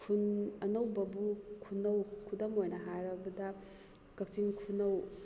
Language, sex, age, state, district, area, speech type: Manipuri, female, 30-45, Manipur, Kakching, rural, spontaneous